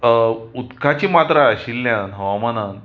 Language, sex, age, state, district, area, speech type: Goan Konkani, male, 45-60, Goa, Bardez, urban, spontaneous